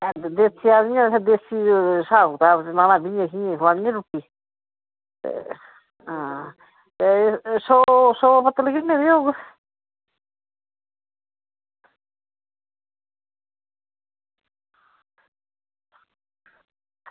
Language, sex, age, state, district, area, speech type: Dogri, female, 60+, Jammu and Kashmir, Udhampur, rural, conversation